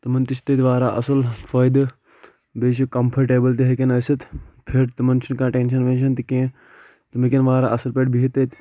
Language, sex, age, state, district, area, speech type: Kashmiri, male, 30-45, Jammu and Kashmir, Kulgam, rural, spontaneous